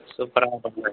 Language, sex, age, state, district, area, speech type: Tamil, male, 60+, Tamil Nadu, Madurai, rural, conversation